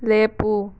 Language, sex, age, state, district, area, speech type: Manipuri, other, 45-60, Manipur, Imphal West, urban, read